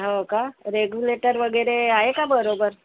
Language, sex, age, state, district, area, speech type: Marathi, female, 60+, Maharashtra, Nagpur, urban, conversation